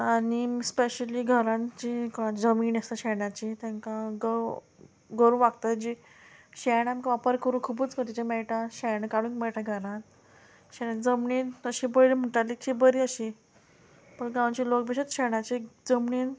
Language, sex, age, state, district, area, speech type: Goan Konkani, female, 30-45, Goa, Murmgao, rural, spontaneous